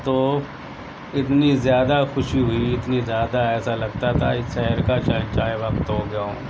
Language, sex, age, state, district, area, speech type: Urdu, male, 60+, Uttar Pradesh, Shahjahanpur, rural, spontaneous